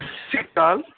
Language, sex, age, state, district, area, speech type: Punjabi, male, 30-45, Punjab, Bathinda, urban, conversation